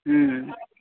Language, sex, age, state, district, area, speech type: Maithili, male, 30-45, Bihar, Supaul, rural, conversation